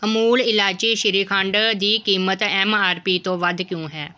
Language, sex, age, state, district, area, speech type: Punjabi, female, 45-60, Punjab, Pathankot, urban, read